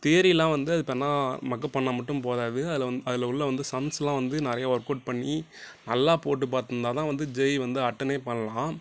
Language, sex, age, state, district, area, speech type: Tamil, male, 18-30, Tamil Nadu, Nagapattinam, urban, spontaneous